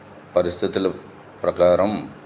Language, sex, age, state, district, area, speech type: Telugu, male, 45-60, Andhra Pradesh, N T Rama Rao, urban, spontaneous